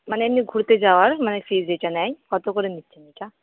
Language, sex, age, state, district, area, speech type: Bengali, female, 30-45, West Bengal, Purba Bardhaman, rural, conversation